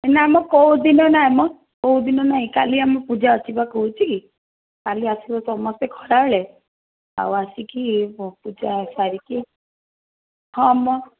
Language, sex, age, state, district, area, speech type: Odia, female, 30-45, Odisha, Cuttack, urban, conversation